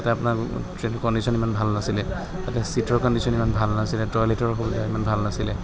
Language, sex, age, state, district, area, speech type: Assamese, male, 30-45, Assam, Sonitpur, urban, spontaneous